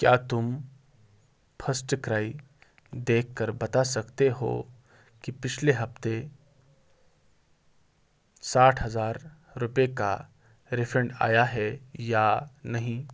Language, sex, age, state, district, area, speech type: Urdu, male, 18-30, Jammu and Kashmir, Srinagar, rural, read